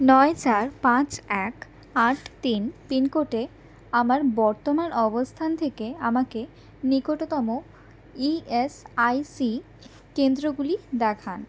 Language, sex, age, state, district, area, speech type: Bengali, female, 18-30, West Bengal, Howrah, urban, read